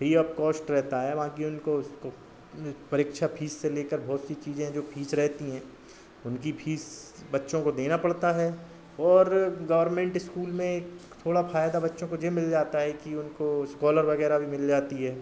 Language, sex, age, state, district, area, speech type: Hindi, male, 45-60, Madhya Pradesh, Hoshangabad, rural, spontaneous